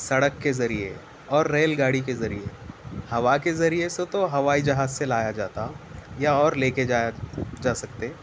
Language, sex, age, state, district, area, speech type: Urdu, male, 18-30, Telangana, Hyderabad, urban, spontaneous